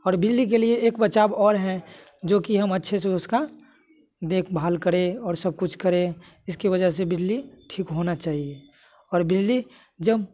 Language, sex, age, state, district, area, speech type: Hindi, male, 18-30, Bihar, Muzaffarpur, urban, spontaneous